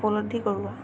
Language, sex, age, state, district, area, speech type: Assamese, female, 18-30, Assam, Sonitpur, rural, spontaneous